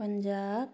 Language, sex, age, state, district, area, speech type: Nepali, female, 45-60, West Bengal, Darjeeling, rural, spontaneous